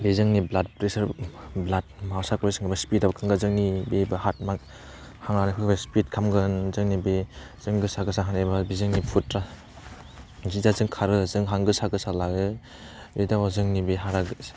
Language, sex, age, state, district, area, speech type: Bodo, male, 18-30, Assam, Udalguri, urban, spontaneous